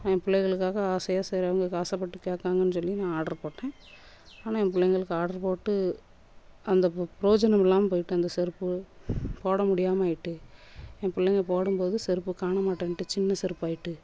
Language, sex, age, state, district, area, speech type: Tamil, female, 30-45, Tamil Nadu, Thoothukudi, urban, spontaneous